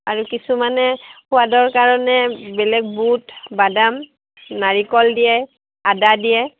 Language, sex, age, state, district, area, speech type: Assamese, female, 45-60, Assam, Barpeta, urban, conversation